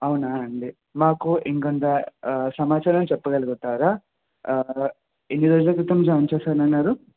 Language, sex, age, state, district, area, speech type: Telugu, male, 18-30, Telangana, Mahabubabad, urban, conversation